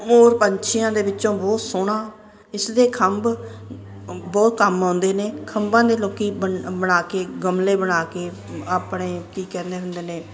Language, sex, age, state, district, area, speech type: Punjabi, female, 60+, Punjab, Ludhiana, urban, spontaneous